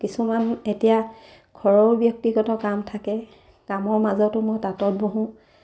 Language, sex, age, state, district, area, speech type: Assamese, female, 30-45, Assam, Sivasagar, rural, spontaneous